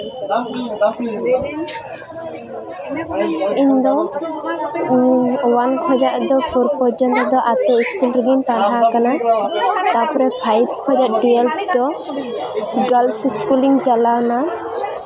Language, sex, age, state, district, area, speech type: Santali, female, 18-30, West Bengal, Jhargram, rural, spontaneous